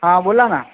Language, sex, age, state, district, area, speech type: Marathi, male, 45-60, Maharashtra, Raigad, urban, conversation